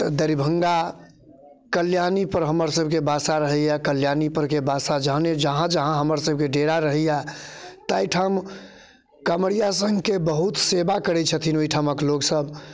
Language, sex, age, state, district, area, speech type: Maithili, male, 30-45, Bihar, Muzaffarpur, urban, spontaneous